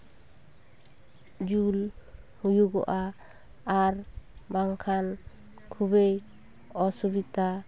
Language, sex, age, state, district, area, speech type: Santali, female, 30-45, West Bengal, Purulia, rural, spontaneous